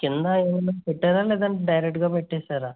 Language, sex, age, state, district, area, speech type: Telugu, male, 30-45, Andhra Pradesh, East Godavari, rural, conversation